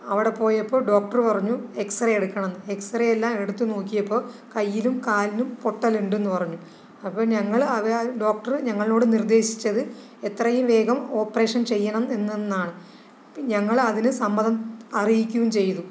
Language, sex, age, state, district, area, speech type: Malayalam, female, 45-60, Kerala, Palakkad, rural, spontaneous